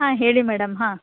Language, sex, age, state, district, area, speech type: Kannada, female, 18-30, Karnataka, Dharwad, rural, conversation